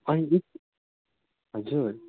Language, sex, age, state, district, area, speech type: Nepali, male, 18-30, West Bengal, Darjeeling, rural, conversation